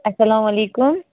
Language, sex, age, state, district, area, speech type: Kashmiri, female, 18-30, Jammu and Kashmir, Anantnag, rural, conversation